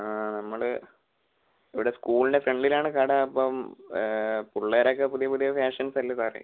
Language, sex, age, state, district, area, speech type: Malayalam, male, 18-30, Kerala, Kollam, rural, conversation